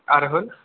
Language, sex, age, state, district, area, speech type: Maithili, male, 45-60, Bihar, Purnia, rural, conversation